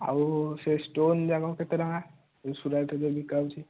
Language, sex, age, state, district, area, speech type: Odia, male, 18-30, Odisha, Ganjam, urban, conversation